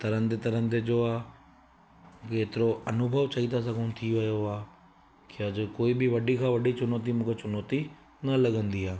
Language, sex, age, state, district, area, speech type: Sindhi, male, 30-45, Gujarat, Surat, urban, spontaneous